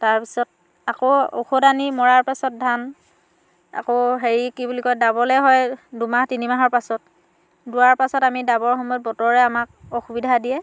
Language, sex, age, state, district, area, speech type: Assamese, female, 30-45, Assam, Dhemaji, rural, spontaneous